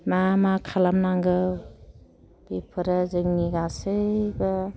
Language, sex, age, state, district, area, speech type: Bodo, female, 45-60, Assam, Chirang, rural, spontaneous